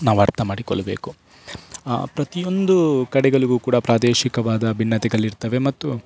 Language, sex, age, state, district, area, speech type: Kannada, male, 18-30, Karnataka, Dakshina Kannada, rural, spontaneous